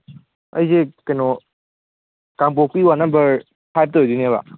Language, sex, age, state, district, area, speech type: Manipuri, male, 18-30, Manipur, Kangpokpi, urban, conversation